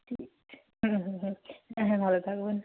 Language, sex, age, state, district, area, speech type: Bengali, female, 18-30, West Bengal, Nadia, rural, conversation